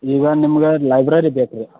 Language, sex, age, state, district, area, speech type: Kannada, male, 30-45, Karnataka, Belgaum, rural, conversation